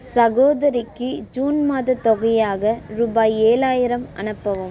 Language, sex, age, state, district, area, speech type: Tamil, female, 18-30, Tamil Nadu, Kallakurichi, rural, read